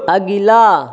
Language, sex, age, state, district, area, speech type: Maithili, male, 18-30, Bihar, Saharsa, rural, read